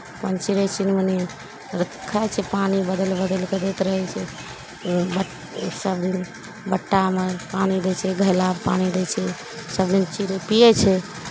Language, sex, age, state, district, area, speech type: Maithili, female, 45-60, Bihar, Araria, rural, spontaneous